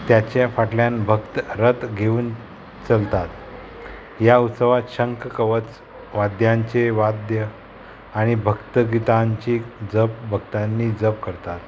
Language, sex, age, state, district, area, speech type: Goan Konkani, male, 30-45, Goa, Murmgao, rural, spontaneous